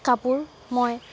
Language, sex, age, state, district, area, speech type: Assamese, female, 45-60, Assam, Dibrugarh, rural, spontaneous